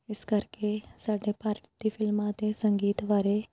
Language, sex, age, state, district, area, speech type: Punjabi, female, 30-45, Punjab, Shaheed Bhagat Singh Nagar, rural, spontaneous